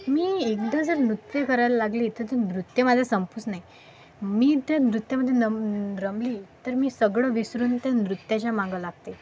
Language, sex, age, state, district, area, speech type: Marathi, female, 18-30, Maharashtra, Akola, rural, spontaneous